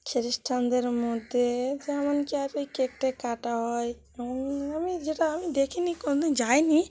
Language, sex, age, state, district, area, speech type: Bengali, female, 30-45, West Bengal, Cooch Behar, urban, spontaneous